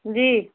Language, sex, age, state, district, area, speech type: Hindi, female, 45-60, Uttar Pradesh, Mau, urban, conversation